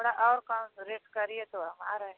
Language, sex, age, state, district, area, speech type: Hindi, female, 60+, Uttar Pradesh, Mau, rural, conversation